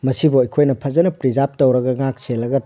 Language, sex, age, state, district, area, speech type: Manipuri, male, 30-45, Manipur, Thoubal, rural, spontaneous